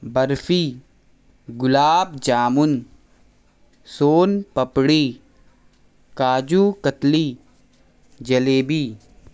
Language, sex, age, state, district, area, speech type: Urdu, male, 30-45, Bihar, Araria, rural, spontaneous